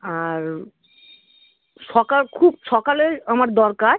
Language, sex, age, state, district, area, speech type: Bengali, female, 45-60, West Bengal, Kolkata, urban, conversation